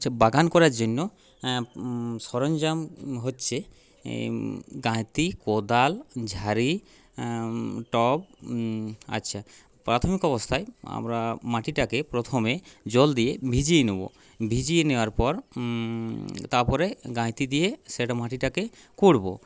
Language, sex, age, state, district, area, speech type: Bengali, male, 30-45, West Bengal, Purulia, rural, spontaneous